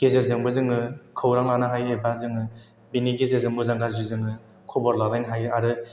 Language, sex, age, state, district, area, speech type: Bodo, male, 18-30, Assam, Chirang, rural, spontaneous